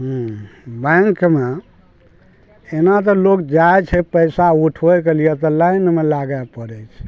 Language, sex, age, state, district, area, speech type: Maithili, male, 60+, Bihar, Araria, rural, spontaneous